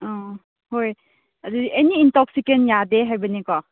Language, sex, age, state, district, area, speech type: Manipuri, female, 18-30, Manipur, Chandel, rural, conversation